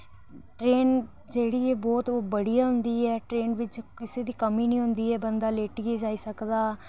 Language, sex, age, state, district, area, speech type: Dogri, female, 18-30, Jammu and Kashmir, Reasi, urban, spontaneous